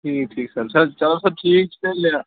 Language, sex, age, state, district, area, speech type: Kashmiri, male, 18-30, Jammu and Kashmir, Shopian, rural, conversation